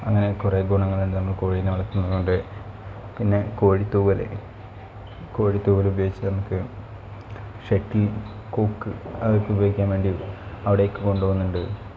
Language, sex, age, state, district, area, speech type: Malayalam, male, 30-45, Kerala, Wayanad, rural, spontaneous